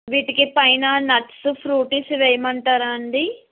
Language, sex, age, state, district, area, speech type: Telugu, female, 60+, Andhra Pradesh, Eluru, urban, conversation